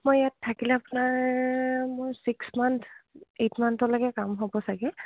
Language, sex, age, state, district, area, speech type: Assamese, female, 18-30, Assam, Dibrugarh, rural, conversation